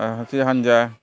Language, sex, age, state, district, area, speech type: Bodo, male, 45-60, Assam, Kokrajhar, rural, spontaneous